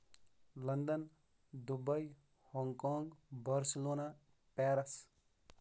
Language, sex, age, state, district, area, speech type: Kashmiri, male, 30-45, Jammu and Kashmir, Baramulla, rural, spontaneous